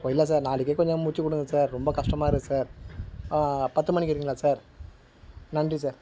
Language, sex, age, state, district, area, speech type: Tamil, male, 45-60, Tamil Nadu, Tiruvannamalai, rural, spontaneous